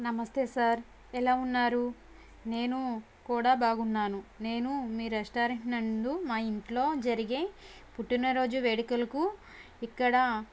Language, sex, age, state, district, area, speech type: Telugu, female, 18-30, Andhra Pradesh, Konaseema, rural, spontaneous